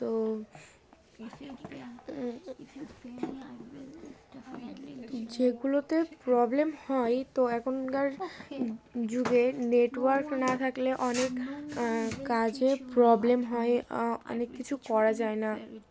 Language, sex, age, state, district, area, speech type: Bengali, female, 18-30, West Bengal, Darjeeling, urban, spontaneous